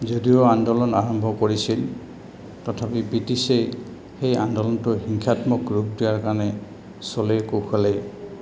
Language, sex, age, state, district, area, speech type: Assamese, male, 60+, Assam, Goalpara, rural, spontaneous